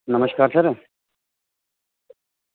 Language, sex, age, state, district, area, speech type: Dogri, male, 60+, Jammu and Kashmir, Reasi, rural, conversation